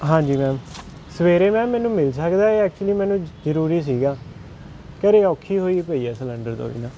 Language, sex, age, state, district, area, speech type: Punjabi, male, 30-45, Punjab, Kapurthala, urban, spontaneous